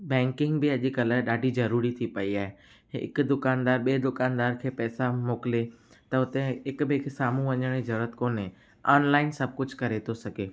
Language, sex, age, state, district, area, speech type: Sindhi, male, 18-30, Gujarat, Kutch, urban, spontaneous